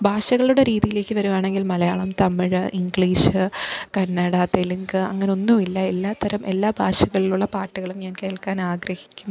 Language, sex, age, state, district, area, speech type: Malayalam, female, 18-30, Kerala, Pathanamthitta, rural, spontaneous